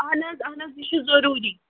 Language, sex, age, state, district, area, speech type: Kashmiri, female, 30-45, Jammu and Kashmir, Srinagar, urban, conversation